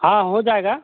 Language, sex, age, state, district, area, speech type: Hindi, male, 45-60, Bihar, Samastipur, urban, conversation